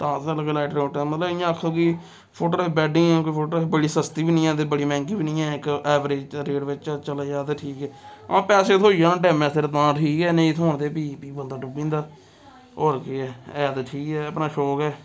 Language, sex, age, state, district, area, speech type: Dogri, male, 18-30, Jammu and Kashmir, Samba, rural, spontaneous